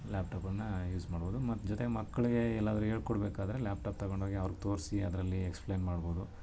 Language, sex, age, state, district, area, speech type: Kannada, male, 30-45, Karnataka, Mysore, urban, spontaneous